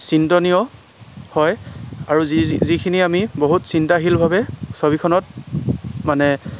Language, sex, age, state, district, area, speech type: Assamese, male, 30-45, Assam, Lakhimpur, rural, spontaneous